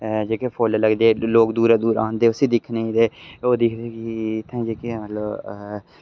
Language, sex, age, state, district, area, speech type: Dogri, male, 18-30, Jammu and Kashmir, Udhampur, rural, spontaneous